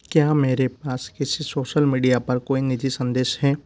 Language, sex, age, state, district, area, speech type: Hindi, male, 45-60, Madhya Pradesh, Bhopal, urban, read